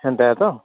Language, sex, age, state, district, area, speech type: Odia, male, 45-60, Odisha, Nuapada, urban, conversation